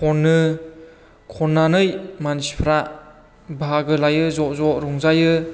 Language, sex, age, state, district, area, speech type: Bodo, female, 18-30, Assam, Chirang, rural, spontaneous